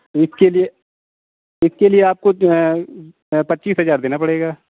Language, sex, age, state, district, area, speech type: Hindi, male, 45-60, Uttar Pradesh, Lucknow, rural, conversation